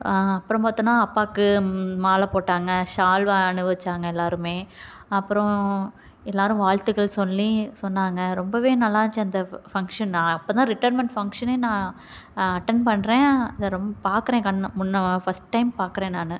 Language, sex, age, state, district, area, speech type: Tamil, female, 30-45, Tamil Nadu, Tiruchirappalli, rural, spontaneous